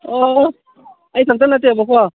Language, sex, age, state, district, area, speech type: Manipuri, female, 45-60, Manipur, Kangpokpi, urban, conversation